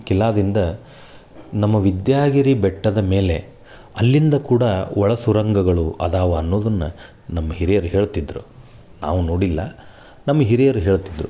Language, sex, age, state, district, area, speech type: Kannada, male, 30-45, Karnataka, Dharwad, rural, spontaneous